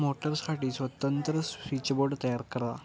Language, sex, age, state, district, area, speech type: Marathi, male, 18-30, Maharashtra, Kolhapur, urban, spontaneous